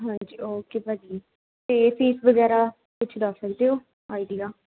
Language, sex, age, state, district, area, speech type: Punjabi, female, 18-30, Punjab, Pathankot, urban, conversation